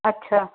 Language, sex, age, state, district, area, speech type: Sindhi, female, 30-45, Maharashtra, Thane, urban, conversation